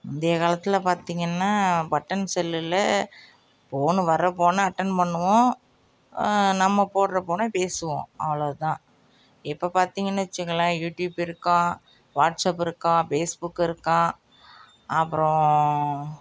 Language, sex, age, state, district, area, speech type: Tamil, female, 45-60, Tamil Nadu, Nagapattinam, rural, spontaneous